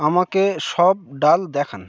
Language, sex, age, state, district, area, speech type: Bengali, male, 30-45, West Bengal, Birbhum, urban, read